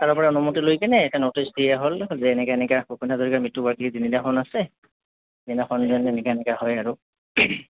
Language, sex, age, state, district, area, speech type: Assamese, male, 18-30, Assam, Goalpara, urban, conversation